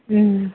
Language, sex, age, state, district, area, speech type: Tamil, female, 18-30, Tamil Nadu, Mayiladuthurai, rural, conversation